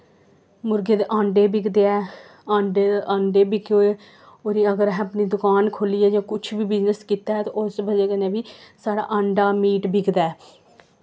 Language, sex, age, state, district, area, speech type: Dogri, female, 18-30, Jammu and Kashmir, Samba, rural, spontaneous